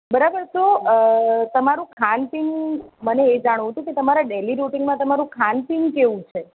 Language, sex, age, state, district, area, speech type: Gujarati, female, 30-45, Gujarat, Ahmedabad, urban, conversation